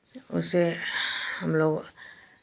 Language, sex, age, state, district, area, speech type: Hindi, female, 60+, Uttar Pradesh, Chandauli, urban, spontaneous